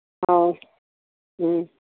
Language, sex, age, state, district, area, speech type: Manipuri, female, 60+, Manipur, Imphal East, rural, conversation